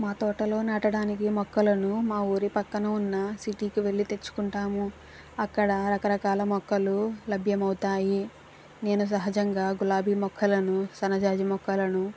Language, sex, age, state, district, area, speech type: Telugu, female, 45-60, Andhra Pradesh, East Godavari, rural, spontaneous